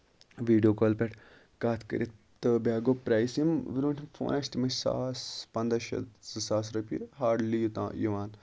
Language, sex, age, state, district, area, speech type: Kashmiri, male, 30-45, Jammu and Kashmir, Kulgam, rural, spontaneous